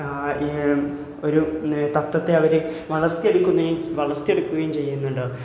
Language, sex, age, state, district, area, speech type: Malayalam, male, 18-30, Kerala, Malappuram, rural, spontaneous